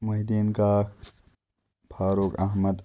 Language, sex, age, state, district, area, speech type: Kashmiri, male, 30-45, Jammu and Kashmir, Kulgam, rural, spontaneous